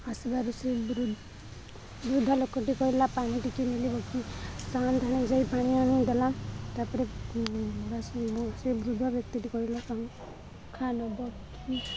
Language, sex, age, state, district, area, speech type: Odia, female, 18-30, Odisha, Balangir, urban, spontaneous